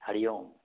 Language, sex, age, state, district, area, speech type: Sindhi, male, 30-45, Maharashtra, Thane, urban, conversation